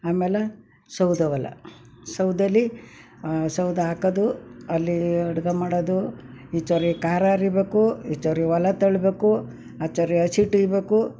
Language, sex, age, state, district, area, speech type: Kannada, female, 60+, Karnataka, Mysore, rural, spontaneous